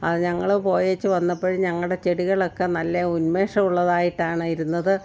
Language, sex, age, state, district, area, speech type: Malayalam, female, 60+, Kerala, Kottayam, rural, spontaneous